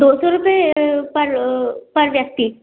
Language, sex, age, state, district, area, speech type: Hindi, female, 18-30, Madhya Pradesh, Gwalior, rural, conversation